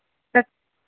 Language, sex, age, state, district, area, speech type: Sindhi, female, 18-30, Rajasthan, Ajmer, urban, conversation